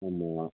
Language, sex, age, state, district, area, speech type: Tamil, male, 30-45, Tamil Nadu, Kallakurichi, rural, conversation